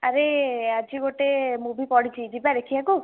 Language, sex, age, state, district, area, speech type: Odia, female, 18-30, Odisha, Nayagarh, rural, conversation